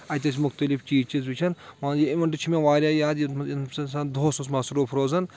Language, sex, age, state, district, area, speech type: Kashmiri, male, 30-45, Jammu and Kashmir, Anantnag, rural, spontaneous